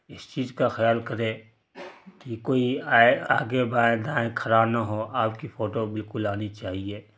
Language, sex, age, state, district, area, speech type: Urdu, male, 30-45, Bihar, Darbhanga, urban, spontaneous